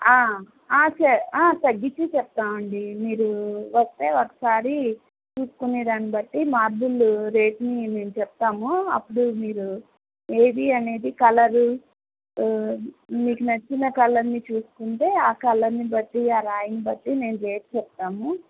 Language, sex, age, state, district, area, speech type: Telugu, female, 30-45, Andhra Pradesh, N T Rama Rao, urban, conversation